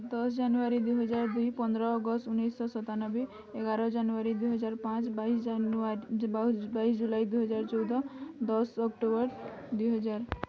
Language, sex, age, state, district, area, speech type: Odia, female, 18-30, Odisha, Bargarh, rural, spontaneous